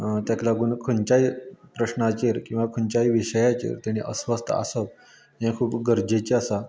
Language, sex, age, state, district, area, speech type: Goan Konkani, male, 30-45, Goa, Canacona, rural, spontaneous